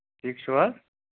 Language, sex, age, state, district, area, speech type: Kashmiri, male, 18-30, Jammu and Kashmir, Anantnag, rural, conversation